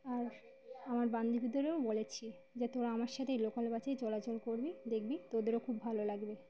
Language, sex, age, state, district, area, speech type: Bengali, female, 30-45, West Bengal, Birbhum, urban, spontaneous